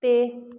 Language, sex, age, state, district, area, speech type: Punjabi, female, 30-45, Punjab, Shaheed Bhagat Singh Nagar, urban, read